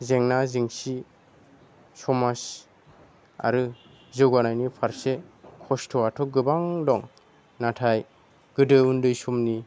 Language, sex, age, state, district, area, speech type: Bodo, male, 30-45, Assam, Kokrajhar, rural, spontaneous